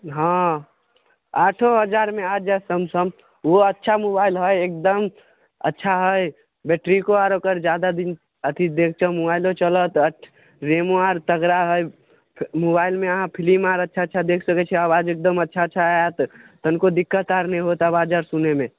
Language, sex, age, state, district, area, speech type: Maithili, male, 18-30, Bihar, Samastipur, rural, conversation